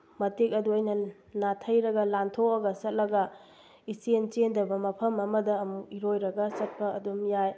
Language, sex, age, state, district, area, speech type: Manipuri, female, 30-45, Manipur, Bishnupur, rural, spontaneous